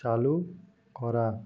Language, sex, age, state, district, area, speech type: Bengali, male, 45-60, West Bengal, Nadia, rural, read